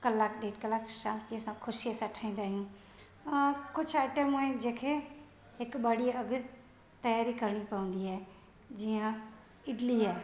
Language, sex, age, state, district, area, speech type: Sindhi, female, 45-60, Gujarat, Junagadh, urban, spontaneous